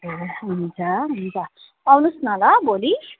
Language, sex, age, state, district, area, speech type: Nepali, female, 30-45, West Bengal, Jalpaiguri, urban, conversation